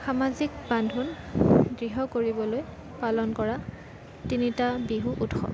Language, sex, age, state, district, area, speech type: Assamese, female, 18-30, Assam, Kamrup Metropolitan, urban, spontaneous